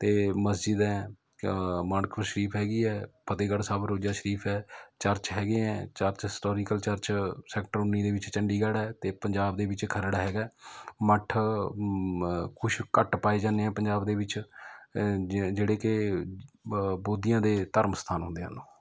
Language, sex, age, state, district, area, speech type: Punjabi, male, 30-45, Punjab, Mohali, urban, spontaneous